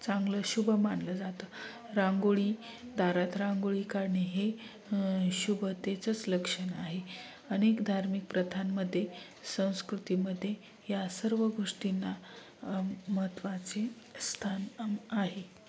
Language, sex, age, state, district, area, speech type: Marathi, female, 30-45, Maharashtra, Osmanabad, rural, spontaneous